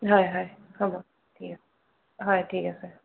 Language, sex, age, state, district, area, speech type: Assamese, female, 30-45, Assam, Sonitpur, rural, conversation